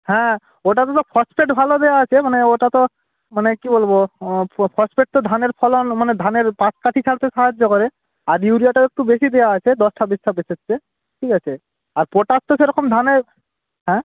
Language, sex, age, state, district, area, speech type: Bengali, male, 18-30, West Bengal, Jalpaiguri, rural, conversation